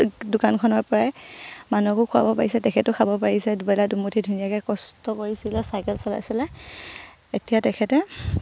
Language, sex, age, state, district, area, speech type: Assamese, female, 18-30, Assam, Sivasagar, rural, spontaneous